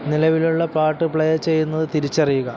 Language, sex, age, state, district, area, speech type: Malayalam, male, 30-45, Kerala, Alappuzha, urban, read